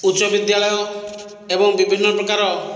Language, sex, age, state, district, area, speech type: Odia, male, 45-60, Odisha, Khordha, rural, spontaneous